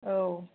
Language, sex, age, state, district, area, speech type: Bodo, female, 45-60, Assam, Kokrajhar, rural, conversation